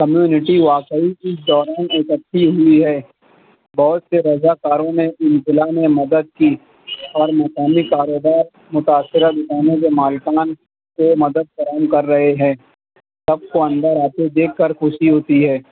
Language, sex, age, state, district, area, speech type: Urdu, male, 60+, Maharashtra, Nashik, rural, conversation